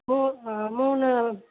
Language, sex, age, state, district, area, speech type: Tamil, female, 18-30, Tamil Nadu, Tiruvallur, urban, conversation